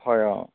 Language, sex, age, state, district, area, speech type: Assamese, male, 18-30, Assam, Jorhat, urban, conversation